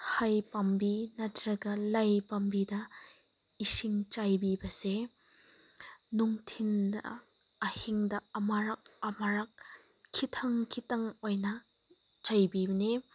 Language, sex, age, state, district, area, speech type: Manipuri, female, 18-30, Manipur, Senapati, rural, spontaneous